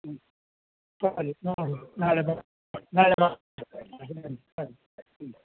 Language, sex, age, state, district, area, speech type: Kannada, male, 60+, Karnataka, Udupi, rural, conversation